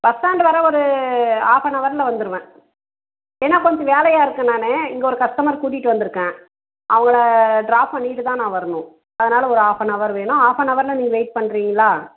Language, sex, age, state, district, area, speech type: Tamil, female, 45-60, Tamil Nadu, Dharmapuri, rural, conversation